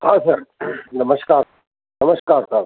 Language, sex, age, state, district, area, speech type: Hindi, male, 45-60, Madhya Pradesh, Ujjain, urban, conversation